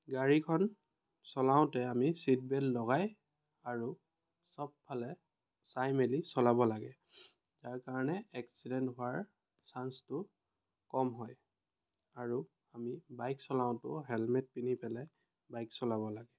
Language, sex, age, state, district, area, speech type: Assamese, male, 30-45, Assam, Biswanath, rural, spontaneous